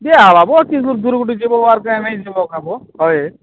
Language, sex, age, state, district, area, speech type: Odia, male, 45-60, Odisha, Kalahandi, rural, conversation